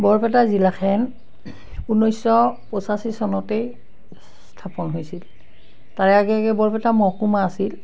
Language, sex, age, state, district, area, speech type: Assamese, female, 60+, Assam, Barpeta, rural, spontaneous